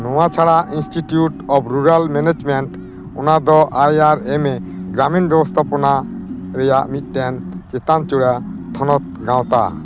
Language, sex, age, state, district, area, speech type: Santali, male, 45-60, West Bengal, Dakshin Dinajpur, rural, read